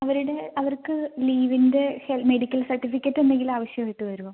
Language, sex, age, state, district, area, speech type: Malayalam, female, 18-30, Kerala, Kannur, rural, conversation